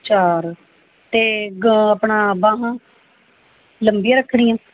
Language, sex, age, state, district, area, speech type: Punjabi, female, 45-60, Punjab, Mohali, urban, conversation